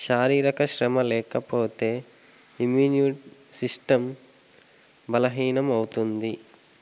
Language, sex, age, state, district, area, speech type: Telugu, male, 18-30, Telangana, Nagarkurnool, urban, spontaneous